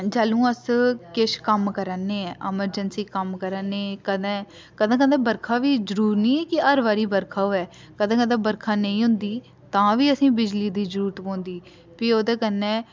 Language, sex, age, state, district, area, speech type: Dogri, female, 18-30, Jammu and Kashmir, Udhampur, rural, spontaneous